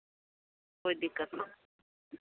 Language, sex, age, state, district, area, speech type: Hindi, female, 30-45, Bihar, Vaishali, rural, conversation